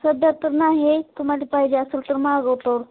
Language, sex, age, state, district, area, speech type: Marathi, female, 18-30, Maharashtra, Osmanabad, rural, conversation